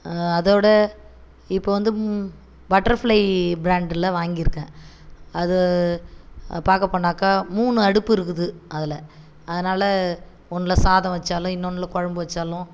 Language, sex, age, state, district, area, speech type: Tamil, female, 45-60, Tamil Nadu, Viluppuram, rural, spontaneous